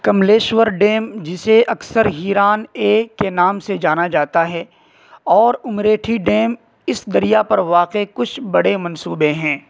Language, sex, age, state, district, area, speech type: Urdu, male, 18-30, Uttar Pradesh, Saharanpur, urban, read